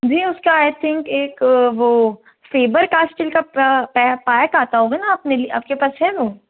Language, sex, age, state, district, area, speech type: Hindi, female, 18-30, Rajasthan, Jodhpur, urban, conversation